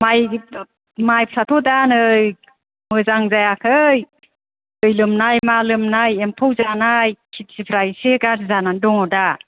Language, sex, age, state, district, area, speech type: Bodo, female, 60+, Assam, Chirang, rural, conversation